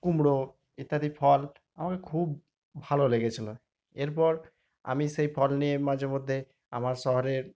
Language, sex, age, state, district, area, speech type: Bengali, male, 45-60, West Bengal, Nadia, rural, spontaneous